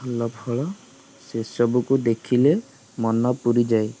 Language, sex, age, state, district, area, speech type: Odia, male, 18-30, Odisha, Kendujhar, urban, spontaneous